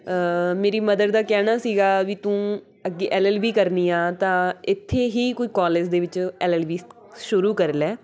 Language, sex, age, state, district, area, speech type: Punjabi, female, 18-30, Punjab, Patiala, urban, spontaneous